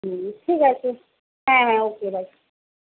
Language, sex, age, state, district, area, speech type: Bengali, female, 30-45, West Bengal, Paschim Medinipur, rural, conversation